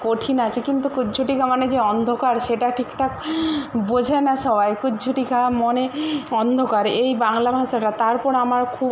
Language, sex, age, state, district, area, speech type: Bengali, female, 60+, West Bengal, Jhargram, rural, spontaneous